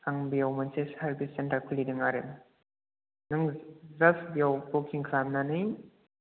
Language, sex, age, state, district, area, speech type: Bodo, male, 18-30, Assam, Chirang, rural, conversation